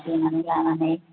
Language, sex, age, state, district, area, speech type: Bodo, female, 45-60, Assam, Kokrajhar, rural, conversation